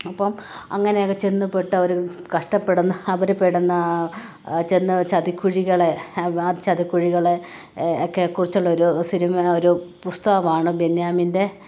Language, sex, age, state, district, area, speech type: Malayalam, female, 45-60, Kerala, Kottayam, rural, spontaneous